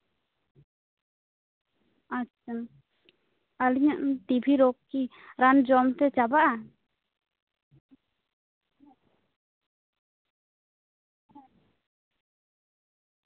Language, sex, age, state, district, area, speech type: Santali, female, 18-30, West Bengal, Bankura, rural, conversation